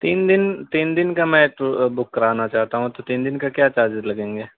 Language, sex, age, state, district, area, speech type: Urdu, male, 18-30, Delhi, East Delhi, urban, conversation